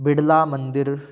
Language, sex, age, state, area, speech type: Sanskrit, male, 18-30, Rajasthan, rural, spontaneous